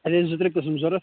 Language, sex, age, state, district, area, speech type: Kashmiri, male, 30-45, Jammu and Kashmir, Kupwara, rural, conversation